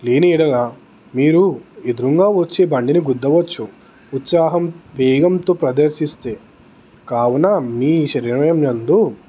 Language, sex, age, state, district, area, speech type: Telugu, male, 18-30, Telangana, Peddapalli, rural, spontaneous